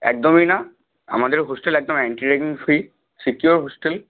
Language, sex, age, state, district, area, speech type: Bengali, male, 18-30, West Bengal, Purba Medinipur, rural, conversation